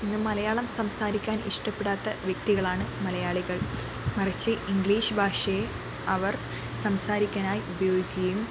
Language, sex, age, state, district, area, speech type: Malayalam, female, 18-30, Kerala, Wayanad, rural, spontaneous